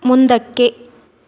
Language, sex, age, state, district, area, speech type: Kannada, female, 18-30, Karnataka, Bidar, rural, read